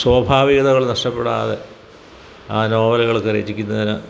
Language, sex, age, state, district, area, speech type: Malayalam, male, 60+, Kerala, Kottayam, rural, spontaneous